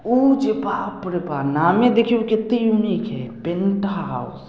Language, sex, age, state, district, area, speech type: Maithili, male, 18-30, Bihar, Samastipur, rural, spontaneous